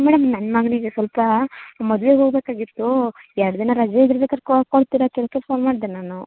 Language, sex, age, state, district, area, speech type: Kannada, female, 30-45, Karnataka, Uttara Kannada, rural, conversation